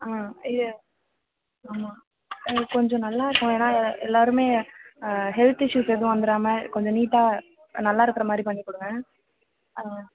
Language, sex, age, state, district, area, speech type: Tamil, female, 18-30, Tamil Nadu, Perambalur, rural, conversation